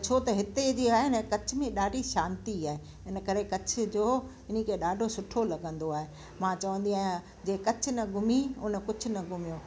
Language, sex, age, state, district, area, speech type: Sindhi, female, 60+, Gujarat, Kutch, rural, spontaneous